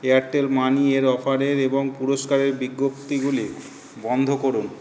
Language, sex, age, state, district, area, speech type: Bengali, male, 45-60, West Bengal, South 24 Parganas, urban, read